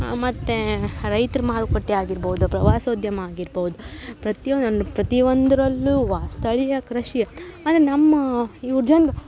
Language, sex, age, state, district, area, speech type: Kannada, female, 18-30, Karnataka, Uttara Kannada, rural, spontaneous